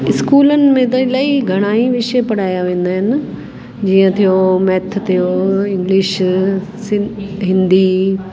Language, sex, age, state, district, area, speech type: Sindhi, female, 45-60, Delhi, South Delhi, urban, spontaneous